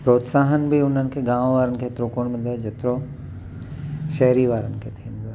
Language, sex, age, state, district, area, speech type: Sindhi, male, 30-45, Gujarat, Kutch, urban, spontaneous